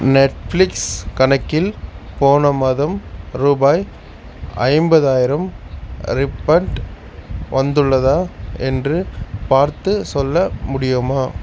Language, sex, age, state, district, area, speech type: Tamil, male, 60+, Tamil Nadu, Mayiladuthurai, rural, read